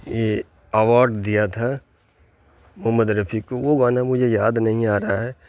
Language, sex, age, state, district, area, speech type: Urdu, male, 30-45, Bihar, Khagaria, rural, spontaneous